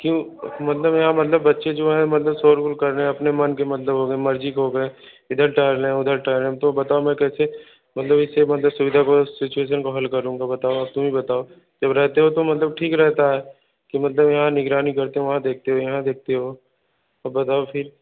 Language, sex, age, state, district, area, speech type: Hindi, male, 18-30, Uttar Pradesh, Bhadohi, urban, conversation